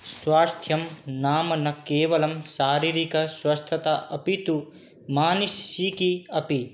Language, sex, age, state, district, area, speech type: Sanskrit, male, 18-30, Manipur, Kangpokpi, rural, spontaneous